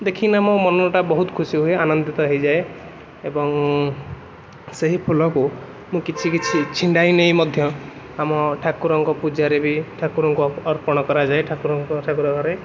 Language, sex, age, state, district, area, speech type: Odia, male, 18-30, Odisha, Cuttack, urban, spontaneous